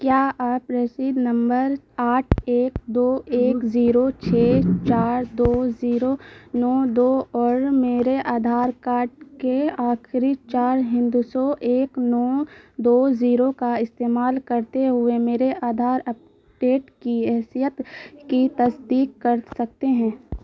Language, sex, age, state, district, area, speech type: Urdu, female, 18-30, Bihar, Saharsa, rural, read